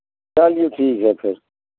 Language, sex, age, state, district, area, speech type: Hindi, male, 45-60, Uttar Pradesh, Pratapgarh, rural, conversation